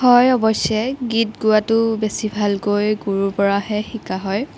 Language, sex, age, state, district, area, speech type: Assamese, female, 18-30, Assam, Biswanath, rural, spontaneous